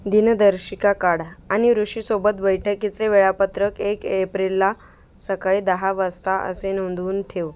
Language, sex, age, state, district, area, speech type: Marathi, female, 18-30, Maharashtra, Mumbai Suburban, rural, read